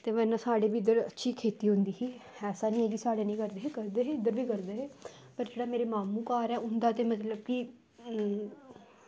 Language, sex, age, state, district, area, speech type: Dogri, female, 18-30, Jammu and Kashmir, Samba, rural, spontaneous